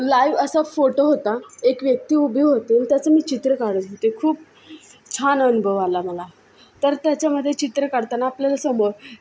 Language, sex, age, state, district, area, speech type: Marathi, female, 18-30, Maharashtra, Solapur, urban, spontaneous